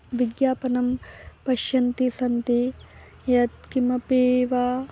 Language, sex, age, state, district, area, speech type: Sanskrit, female, 18-30, Madhya Pradesh, Ujjain, urban, spontaneous